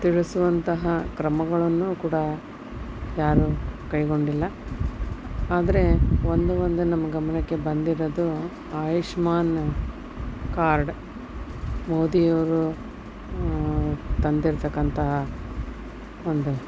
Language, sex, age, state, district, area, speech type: Kannada, female, 30-45, Karnataka, Koppal, rural, spontaneous